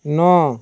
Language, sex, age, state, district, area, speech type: Odia, male, 30-45, Odisha, Balasore, rural, read